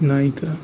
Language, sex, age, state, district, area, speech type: Bengali, male, 30-45, West Bengal, Howrah, urban, spontaneous